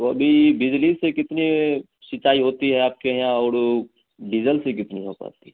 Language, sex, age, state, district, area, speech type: Hindi, male, 18-30, Bihar, Begusarai, rural, conversation